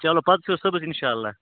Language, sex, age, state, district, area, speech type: Kashmiri, male, 45-60, Jammu and Kashmir, Baramulla, rural, conversation